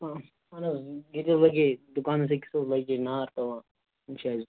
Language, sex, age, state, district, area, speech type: Kashmiri, male, 18-30, Jammu and Kashmir, Bandipora, urban, conversation